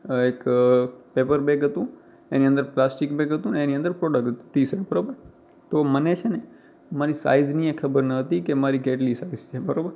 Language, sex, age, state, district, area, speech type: Gujarati, male, 18-30, Gujarat, Kutch, rural, spontaneous